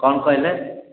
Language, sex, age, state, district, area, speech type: Odia, male, 60+, Odisha, Angul, rural, conversation